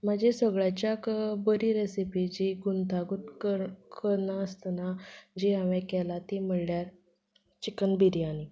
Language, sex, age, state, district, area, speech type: Goan Konkani, female, 18-30, Goa, Canacona, rural, spontaneous